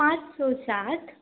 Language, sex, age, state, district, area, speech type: Goan Konkani, female, 18-30, Goa, Murmgao, rural, conversation